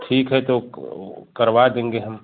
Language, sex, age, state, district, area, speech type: Hindi, male, 45-60, Uttar Pradesh, Jaunpur, urban, conversation